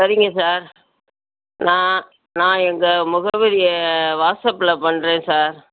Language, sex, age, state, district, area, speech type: Tamil, female, 45-60, Tamil Nadu, Nagapattinam, rural, conversation